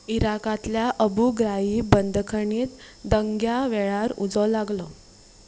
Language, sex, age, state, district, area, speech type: Goan Konkani, female, 18-30, Goa, Ponda, rural, read